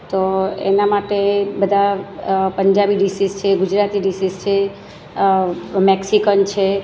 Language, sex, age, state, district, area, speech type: Gujarati, female, 45-60, Gujarat, Surat, rural, spontaneous